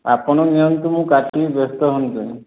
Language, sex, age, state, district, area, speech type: Odia, male, 30-45, Odisha, Boudh, rural, conversation